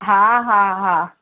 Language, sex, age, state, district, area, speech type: Sindhi, female, 60+, Gujarat, Surat, urban, conversation